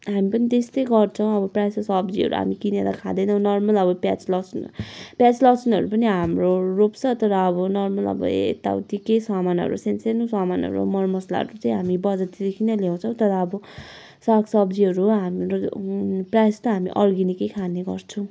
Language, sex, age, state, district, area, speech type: Nepali, female, 60+, West Bengal, Kalimpong, rural, spontaneous